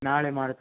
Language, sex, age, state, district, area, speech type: Kannada, male, 18-30, Karnataka, Gadag, urban, conversation